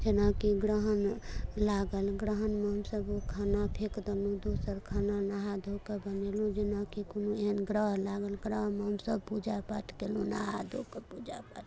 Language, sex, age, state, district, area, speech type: Maithili, female, 30-45, Bihar, Darbhanga, urban, spontaneous